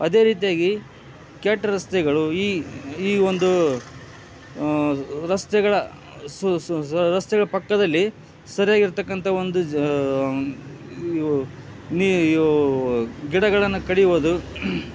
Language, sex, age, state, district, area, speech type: Kannada, male, 45-60, Karnataka, Koppal, rural, spontaneous